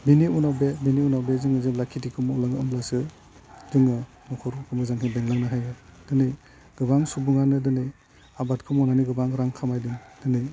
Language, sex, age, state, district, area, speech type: Bodo, male, 30-45, Assam, Udalguri, urban, spontaneous